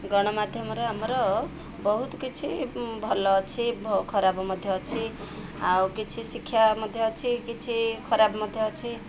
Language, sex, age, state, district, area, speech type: Odia, female, 30-45, Odisha, Ganjam, urban, spontaneous